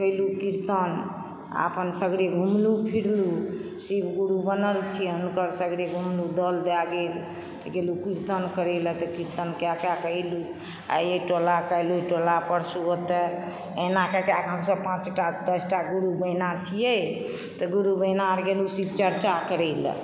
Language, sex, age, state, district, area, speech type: Maithili, female, 60+, Bihar, Supaul, rural, spontaneous